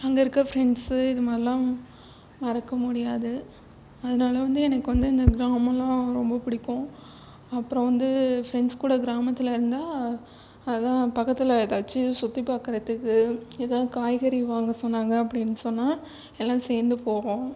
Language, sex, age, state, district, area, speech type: Tamil, female, 18-30, Tamil Nadu, Tiruchirappalli, rural, spontaneous